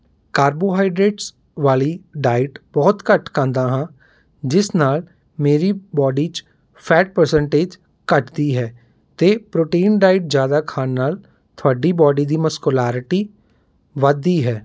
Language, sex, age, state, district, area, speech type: Punjabi, male, 30-45, Punjab, Mohali, urban, spontaneous